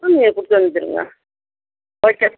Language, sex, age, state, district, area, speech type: Tamil, female, 45-60, Tamil Nadu, Cuddalore, rural, conversation